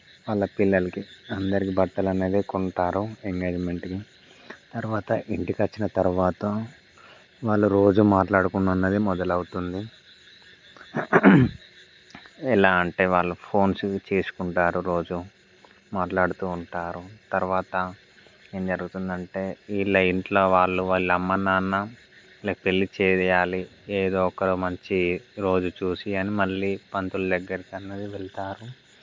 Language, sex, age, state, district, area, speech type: Telugu, male, 18-30, Telangana, Mancherial, rural, spontaneous